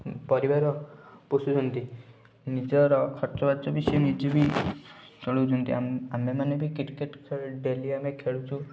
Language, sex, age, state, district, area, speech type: Odia, male, 18-30, Odisha, Kendujhar, urban, spontaneous